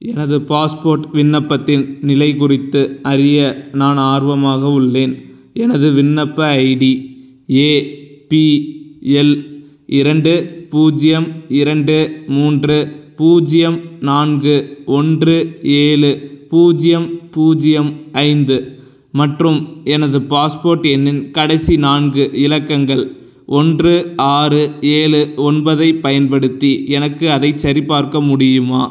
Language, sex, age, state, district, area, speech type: Tamil, male, 18-30, Tamil Nadu, Tiruchirappalli, rural, read